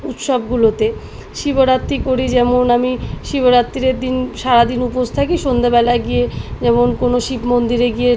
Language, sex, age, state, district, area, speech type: Bengali, female, 30-45, West Bengal, South 24 Parganas, urban, spontaneous